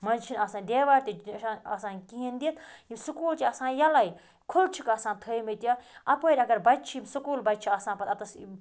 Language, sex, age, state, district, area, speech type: Kashmiri, female, 30-45, Jammu and Kashmir, Budgam, rural, spontaneous